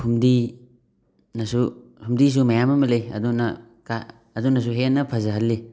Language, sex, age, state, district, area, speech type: Manipuri, male, 18-30, Manipur, Thoubal, rural, spontaneous